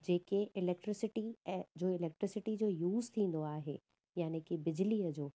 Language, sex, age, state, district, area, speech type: Sindhi, female, 30-45, Gujarat, Surat, urban, spontaneous